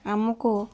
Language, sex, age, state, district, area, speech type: Odia, female, 30-45, Odisha, Mayurbhanj, rural, spontaneous